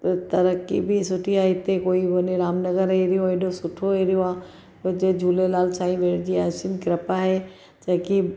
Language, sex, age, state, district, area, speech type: Sindhi, female, 45-60, Gujarat, Surat, urban, spontaneous